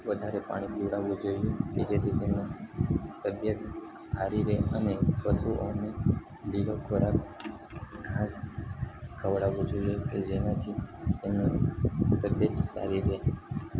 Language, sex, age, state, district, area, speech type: Gujarati, male, 18-30, Gujarat, Narmada, urban, spontaneous